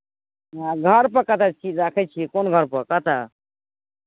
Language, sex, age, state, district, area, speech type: Maithili, female, 60+, Bihar, Madhepura, rural, conversation